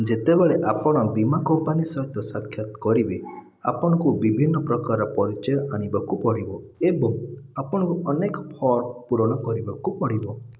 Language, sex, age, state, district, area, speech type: Odia, male, 18-30, Odisha, Puri, urban, read